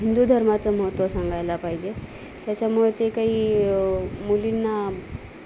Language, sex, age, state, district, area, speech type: Marathi, female, 30-45, Maharashtra, Nanded, urban, spontaneous